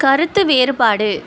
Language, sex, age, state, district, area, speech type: Tamil, female, 30-45, Tamil Nadu, Tiruvallur, urban, read